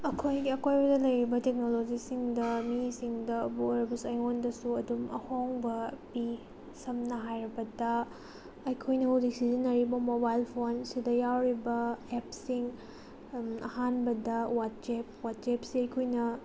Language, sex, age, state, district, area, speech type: Manipuri, female, 30-45, Manipur, Tengnoupal, rural, spontaneous